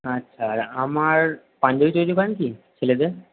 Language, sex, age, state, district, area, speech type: Bengali, male, 18-30, West Bengal, Purba Bardhaman, urban, conversation